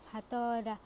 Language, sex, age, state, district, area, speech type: Odia, female, 18-30, Odisha, Subarnapur, urban, spontaneous